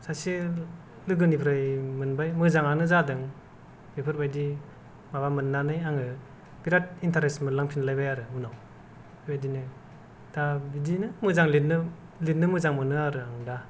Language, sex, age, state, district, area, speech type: Bodo, male, 18-30, Assam, Kokrajhar, rural, spontaneous